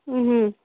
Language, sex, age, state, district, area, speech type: Kannada, female, 30-45, Karnataka, Gulbarga, urban, conversation